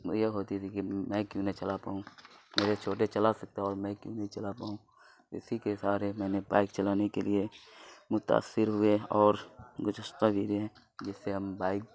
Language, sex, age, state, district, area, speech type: Urdu, male, 30-45, Bihar, Khagaria, rural, spontaneous